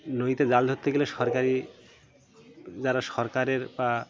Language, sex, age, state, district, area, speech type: Bengali, male, 45-60, West Bengal, Birbhum, urban, spontaneous